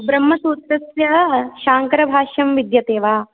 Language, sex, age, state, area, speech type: Sanskrit, female, 30-45, Rajasthan, rural, conversation